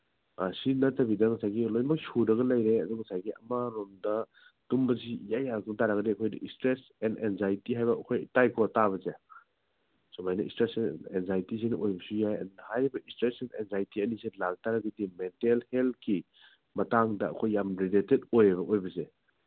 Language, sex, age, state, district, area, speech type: Manipuri, male, 30-45, Manipur, Senapati, rural, conversation